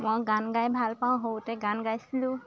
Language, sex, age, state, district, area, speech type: Assamese, female, 18-30, Assam, Lakhimpur, rural, spontaneous